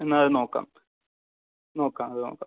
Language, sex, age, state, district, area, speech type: Malayalam, male, 18-30, Kerala, Thiruvananthapuram, urban, conversation